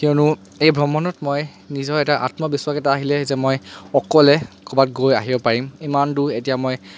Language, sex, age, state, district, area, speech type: Assamese, male, 30-45, Assam, Charaideo, urban, spontaneous